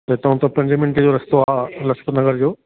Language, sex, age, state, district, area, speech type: Sindhi, male, 60+, Delhi, South Delhi, rural, conversation